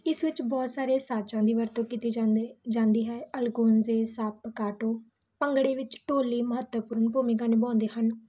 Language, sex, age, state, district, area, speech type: Punjabi, female, 18-30, Punjab, Muktsar, rural, spontaneous